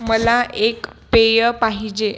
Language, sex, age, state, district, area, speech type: Marathi, female, 18-30, Maharashtra, Buldhana, rural, read